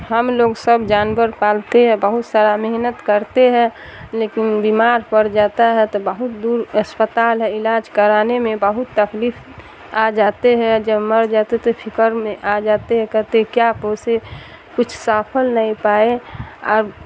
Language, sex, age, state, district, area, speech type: Urdu, female, 60+, Bihar, Darbhanga, rural, spontaneous